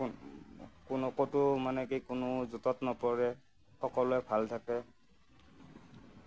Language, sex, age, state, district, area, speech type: Assamese, male, 30-45, Assam, Nagaon, rural, spontaneous